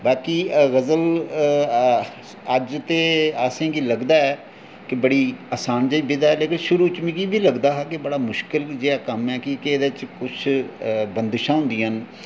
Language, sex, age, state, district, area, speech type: Dogri, male, 45-60, Jammu and Kashmir, Jammu, urban, spontaneous